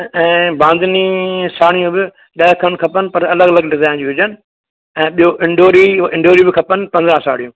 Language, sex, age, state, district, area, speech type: Sindhi, male, 60+, Maharashtra, Mumbai City, urban, conversation